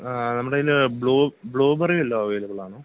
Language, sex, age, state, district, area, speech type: Malayalam, male, 18-30, Kerala, Kollam, rural, conversation